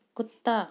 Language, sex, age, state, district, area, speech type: Punjabi, female, 45-60, Punjab, Amritsar, urban, read